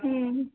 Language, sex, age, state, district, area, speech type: Marathi, female, 45-60, Maharashtra, Nanded, urban, conversation